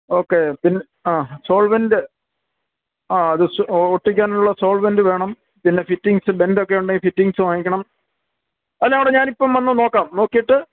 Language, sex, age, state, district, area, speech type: Malayalam, male, 60+, Kerala, Kottayam, rural, conversation